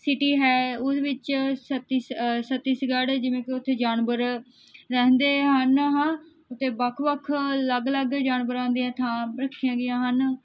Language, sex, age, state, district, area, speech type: Punjabi, female, 18-30, Punjab, Barnala, rural, spontaneous